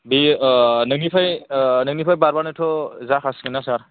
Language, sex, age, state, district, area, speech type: Bodo, male, 18-30, Assam, Kokrajhar, rural, conversation